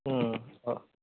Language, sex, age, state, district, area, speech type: Telugu, male, 30-45, Andhra Pradesh, Sri Balaji, urban, conversation